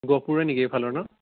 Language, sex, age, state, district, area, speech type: Assamese, male, 18-30, Assam, Biswanath, rural, conversation